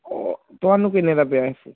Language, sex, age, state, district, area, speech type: Punjabi, male, 18-30, Punjab, Gurdaspur, urban, conversation